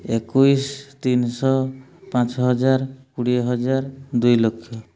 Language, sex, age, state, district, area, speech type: Odia, male, 30-45, Odisha, Mayurbhanj, rural, spontaneous